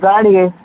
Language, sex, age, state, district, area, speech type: Kannada, male, 30-45, Karnataka, Udupi, rural, conversation